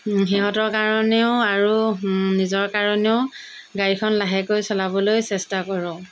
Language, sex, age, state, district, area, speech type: Assamese, female, 45-60, Assam, Jorhat, urban, spontaneous